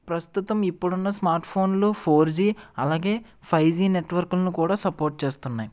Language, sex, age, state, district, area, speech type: Telugu, male, 30-45, Andhra Pradesh, N T Rama Rao, urban, spontaneous